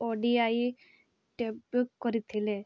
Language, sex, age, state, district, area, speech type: Odia, female, 18-30, Odisha, Mayurbhanj, rural, spontaneous